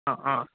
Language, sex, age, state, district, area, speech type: Kannada, male, 18-30, Karnataka, Mysore, urban, conversation